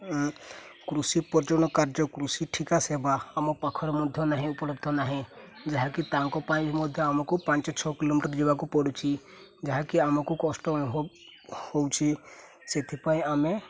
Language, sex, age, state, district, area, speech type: Odia, male, 18-30, Odisha, Mayurbhanj, rural, spontaneous